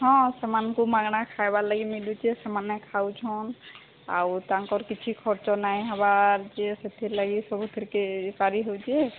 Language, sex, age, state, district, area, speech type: Odia, female, 30-45, Odisha, Sambalpur, rural, conversation